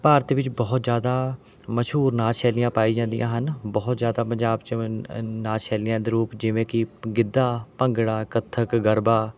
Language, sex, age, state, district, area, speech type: Punjabi, male, 30-45, Punjab, Rupnagar, rural, spontaneous